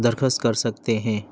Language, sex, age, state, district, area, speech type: Urdu, male, 30-45, Delhi, North East Delhi, urban, spontaneous